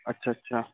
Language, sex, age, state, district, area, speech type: Urdu, male, 18-30, Uttar Pradesh, Saharanpur, urban, conversation